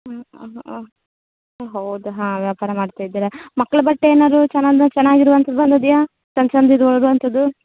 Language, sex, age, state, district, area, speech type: Kannada, female, 30-45, Karnataka, Uttara Kannada, rural, conversation